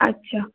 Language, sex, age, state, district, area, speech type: Marathi, female, 18-30, Maharashtra, Pune, urban, conversation